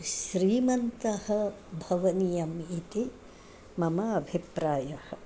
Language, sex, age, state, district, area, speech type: Sanskrit, female, 60+, Karnataka, Bangalore Urban, rural, spontaneous